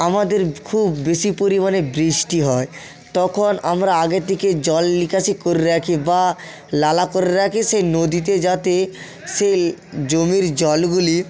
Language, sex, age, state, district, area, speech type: Bengali, male, 45-60, West Bengal, South 24 Parganas, rural, spontaneous